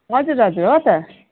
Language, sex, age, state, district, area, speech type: Nepali, female, 30-45, West Bengal, Jalpaiguri, urban, conversation